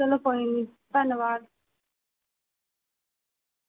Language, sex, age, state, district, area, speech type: Dogri, female, 18-30, Jammu and Kashmir, Reasi, rural, conversation